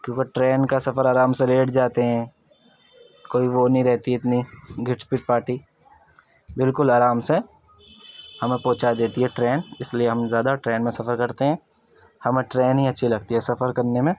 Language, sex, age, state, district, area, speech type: Urdu, male, 30-45, Uttar Pradesh, Ghaziabad, urban, spontaneous